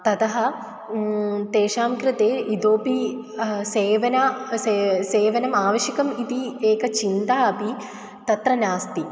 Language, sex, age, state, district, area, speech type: Sanskrit, female, 18-30, Kerala, Kozhikode, urban, spontaneous